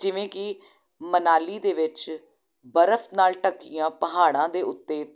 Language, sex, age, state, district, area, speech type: Punjabi, female, 30-45, Punjab, Jalandhar, urban, spontaneous